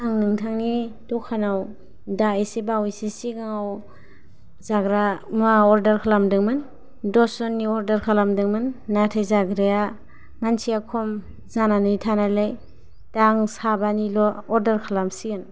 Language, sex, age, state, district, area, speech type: Bodo, female, 18-30, Assam, Kokrajhar, rural, spontaneous